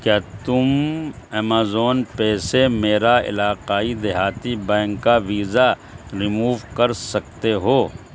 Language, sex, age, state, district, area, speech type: Urdu, male, 60+, Uttar Pradesh, Shahjahanpur, rural, read